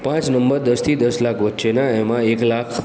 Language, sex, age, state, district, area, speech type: Gujarati, male, 60+, Gujarat, Aravalli, urban, spontaneous